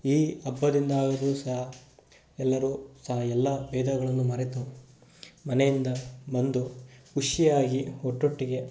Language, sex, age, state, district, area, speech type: Kannada, male, 30-45, Karnataka, Kolar, rural, spontaneous